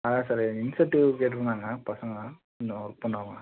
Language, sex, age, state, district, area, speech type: Tamil, male, 18-30, Tamil Nadu, Thanjavur, rural, conversation